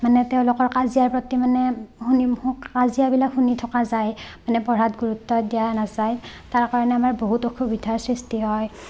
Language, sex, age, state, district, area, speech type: Assamese, female, 18-30, Assam, Barpeta, rural, spontaneous